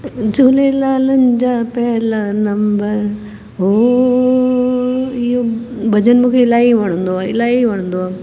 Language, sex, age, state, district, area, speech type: Sindhi, female, 45-60, Delhi, South Delhi, urban, spontaneous